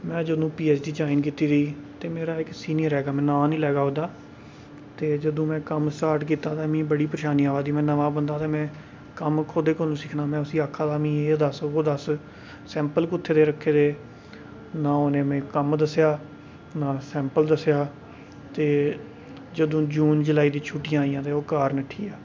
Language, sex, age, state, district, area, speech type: Dogri, male, 18-30, Jammu and Kashmir, Reasi, rural, spontaneous